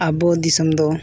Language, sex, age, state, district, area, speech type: Santali, male, 18-30, Jharkhand, East Singhbhum, rural, spontaneous